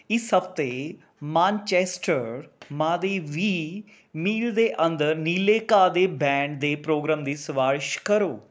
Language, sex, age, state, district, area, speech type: Punjabi, male, 30-45, Punjab, Rupnagar, urban, read